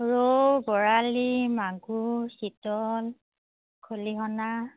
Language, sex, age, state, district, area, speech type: Assamese, female, 30-45, Assam, Biswanath, rural, conversation